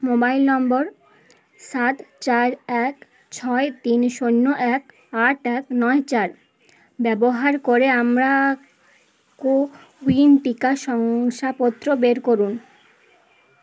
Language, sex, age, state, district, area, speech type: Bengali, female, 18-30, West Bengal, Uttar Dinajpur, urban, read